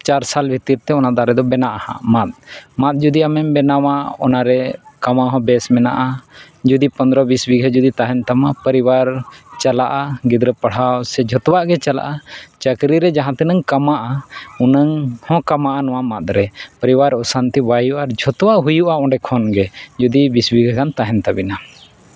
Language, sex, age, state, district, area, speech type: Santali, male, 30-45, Jharkhand, East Singhbhum, rural, spontaneous